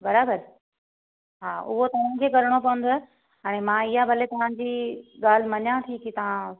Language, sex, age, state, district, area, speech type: Sindhi, female, 30-45, Maharashtra, Thane, urban, conversation